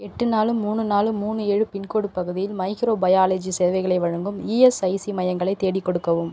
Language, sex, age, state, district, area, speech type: Tamil, female, 18-30, Tamil Nadu, Cuddalore, urban, read